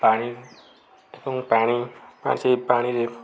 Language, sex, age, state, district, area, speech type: Odia, male, 45-60, Odisha, Kendujhar, urban, spontaneous